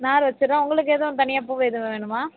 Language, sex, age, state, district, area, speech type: Tamil, male, 30-45, Tamil Nadu, Tiruchirappalli, rural, conversation